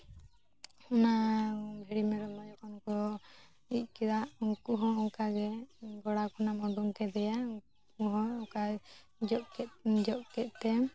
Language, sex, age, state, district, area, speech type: Santali, female, 18-30, West Bengal, Jhargram, rural, spontaneous